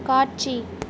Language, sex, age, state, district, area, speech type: Tamil, female, 18-30, Tamil Nadu, Tiruvarur, rural, read